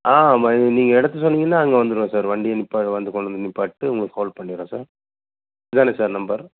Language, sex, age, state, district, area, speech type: Tamil, male, 45-60, Tamil Nadu, Dharmapuri, rural, conversation